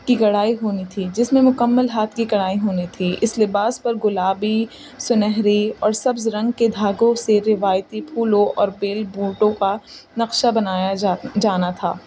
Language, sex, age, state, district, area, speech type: Urdu, female, 18-30, Uttar Pradesh, Rampur, urban, spontaneous